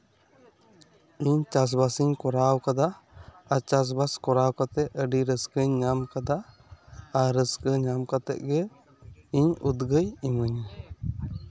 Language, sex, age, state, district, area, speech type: Santali, male, 18-30, West Bengal, Bankura, rural, spontaneous